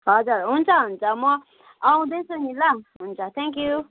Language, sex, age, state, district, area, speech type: Nepali, female, 30-45, West Bengal, Kalimpong, rural, conversation